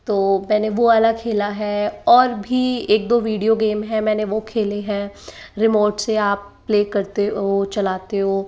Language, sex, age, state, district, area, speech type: Hindi, female, 18-30, Rajasthan, Jaipur, urban, spontaneous